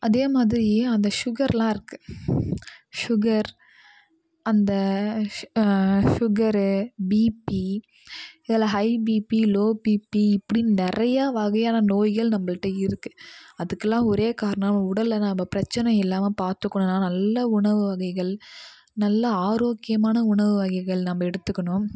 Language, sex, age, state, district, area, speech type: Tamil, female, 18-30, Tamil Nadu, Kallakurichi, urban, spontaneous